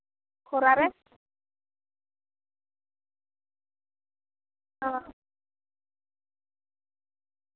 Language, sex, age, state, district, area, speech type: Santali, female, 30-45, West Bengal, Birbhum, rural, conversation